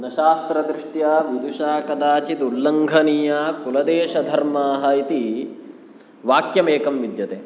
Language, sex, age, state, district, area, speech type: Sanskrit, male, 18-30, Kerala, Kasaragod, rural, spontaneous